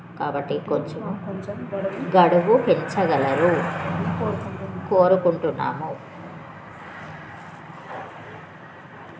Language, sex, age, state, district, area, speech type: Telugu, female, 30-45, Telangana, Jagtial, rural, spontaneous